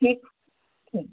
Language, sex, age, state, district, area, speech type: Urdu, female, 18-30, Bihar, Khagaria, rural, conversation